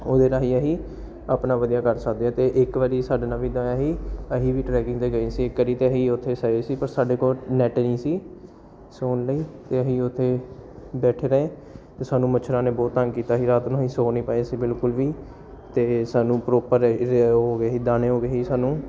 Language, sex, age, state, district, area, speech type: Punjabi, male, 18-30, Punjab, Jalandhar, urban, spontaneous